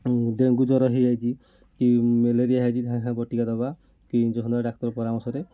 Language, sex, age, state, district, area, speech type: Odia, male, 30-45, Odisha, Kendujhar, urban, spontaneous